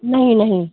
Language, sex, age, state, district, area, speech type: Hindi, female, 60+, Uttar Pradesh, Lucknow, rural, conversation